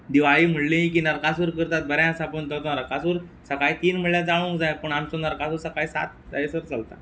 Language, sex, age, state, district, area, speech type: Goan Konkani, male, 30-45, Goa, Quepem, rural, spontaneous